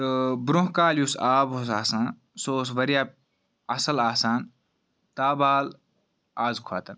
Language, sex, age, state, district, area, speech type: Kashmiri, male, 18-30, Jammu and Kashmir, Ganderbal, rural, spontaneous